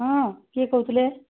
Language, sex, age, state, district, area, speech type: Odia, female, 45-60, Odisha, Sambalpur, rural, conversation